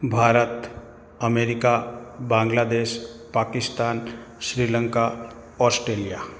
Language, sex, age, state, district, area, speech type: Gujarati, male, 45-60, Gujarat, Morbi, urban, spontaneous